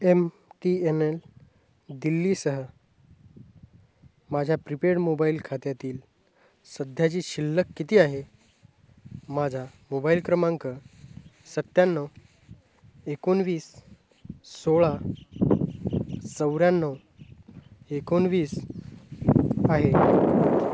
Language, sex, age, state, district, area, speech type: Marathi, male, 18-30, Maharashtra, Hingoli, urban, read